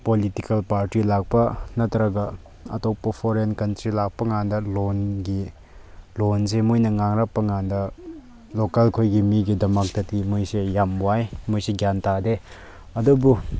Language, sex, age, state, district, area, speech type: Manipuri, male, 18-30, Manipur, Chandel, rural, spontaneous